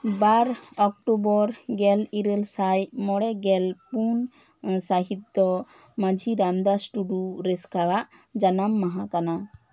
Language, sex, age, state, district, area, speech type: Santali, female, 18-30, West Bengal, Bankura, rural, spontaneous